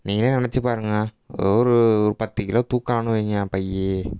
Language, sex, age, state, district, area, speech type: Tamil, male, 18-30, Tamil Nadu, Thanjavur, rural, spontaneous